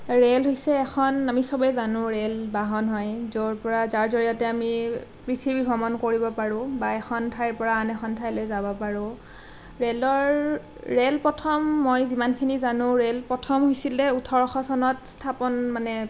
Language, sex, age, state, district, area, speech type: Assamese, female, 18-30, Assam, Nalbari, rural, spontaneous